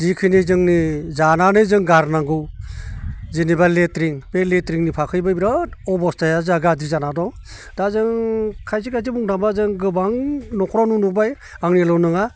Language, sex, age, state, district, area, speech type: Bodo, male, 60+, Assam, Baksa, urban, spontaneous